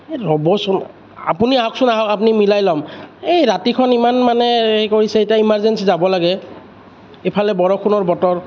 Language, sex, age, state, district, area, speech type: Assamese, male, 30-45, Assam, Kamrup Metropolitan, urban, spontaneous